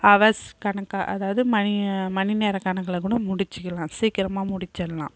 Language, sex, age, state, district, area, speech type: Tamil, female, 30-45, Tamil Nadu, Kallakurichi, rural, spontaneous